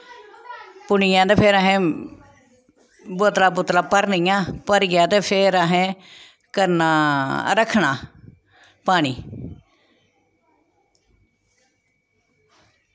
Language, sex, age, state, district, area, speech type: Dogri, female, 45-60, Jammu and Kashmir, Samba, urban, spontaneous